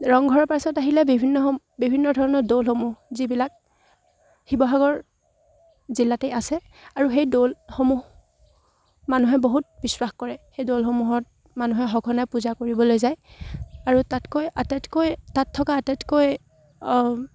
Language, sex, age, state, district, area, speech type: Assamese, female, 18-30, Assam, Charaideo, rural, spontaneous